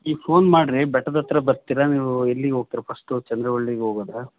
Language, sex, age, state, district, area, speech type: Kannada, male, 45-60, Karnataka, Chitradurga, rural, conversation